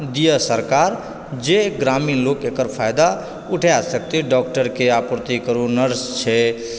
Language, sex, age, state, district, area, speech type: Maithili, male, 30-45, Bihar, Supaul, urban, spontaneous